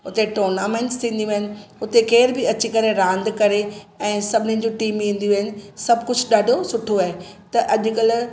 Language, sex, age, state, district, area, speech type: Sindhi, female, 45-60, Maharashtra, Mumbai Suburban, urban, spontaneous